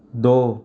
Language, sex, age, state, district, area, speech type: Punjabi, male, 18-30, Punjab, Rupnagar, rural, read